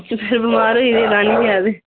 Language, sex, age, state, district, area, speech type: Dogri, female, 30-45, Jammu and Kashmir, Udhampur, urban, conversation